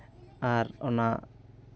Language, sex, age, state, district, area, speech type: Santali, male, 18-30, West Bengal, Bankura, rural, spontaneous